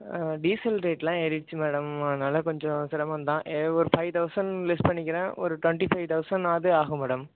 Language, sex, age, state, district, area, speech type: Tamil, male, 18-30, Tamil Nadu, Tiruvarur, rural, conversation